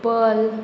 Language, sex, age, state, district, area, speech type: Goan Konkani, female, 18-30, Goa, Murmgao, rural, spontaneous